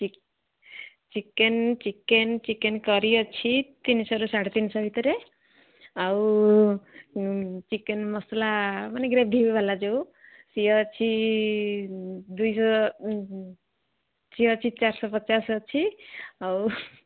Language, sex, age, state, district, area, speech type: Odia, female, 60+, Odisha, Jharsuguda, rural, conversation